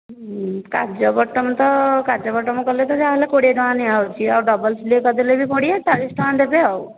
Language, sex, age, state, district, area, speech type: Odia, female, 60+, Odisha, Dhenkanal, rural, conversation